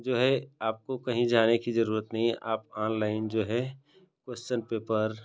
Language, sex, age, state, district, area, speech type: Hindi, male, 30-45, Uttar Pradesh, Ghazipur, rural, spontaneous